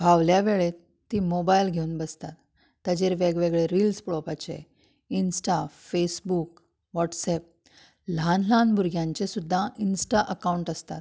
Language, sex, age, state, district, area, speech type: Goan Konkani, female, 30-45, Goa, Canacona, rural, spontaneous